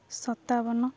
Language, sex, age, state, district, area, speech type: Odia, female, 18-30, Odisha, Jagatsinghpur, rural, spontaneous